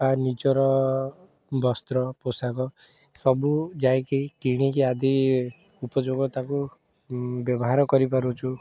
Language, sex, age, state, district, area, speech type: Odia, male, 18-30, Odisha, Puri, urban, spontaneous